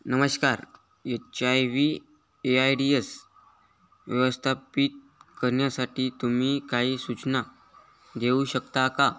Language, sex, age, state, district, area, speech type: Marathi, male, 18-30, Maharashtra, Hingoli, urban, read